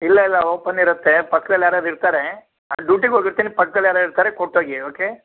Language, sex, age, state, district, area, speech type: Kannada, male, 60+, Karnataka, Shimoga, urban, conversation